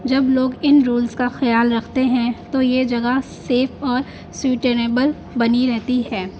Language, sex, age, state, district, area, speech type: Urdu, female, 18-30, Delhi, North East Delhi, urban, spontaneous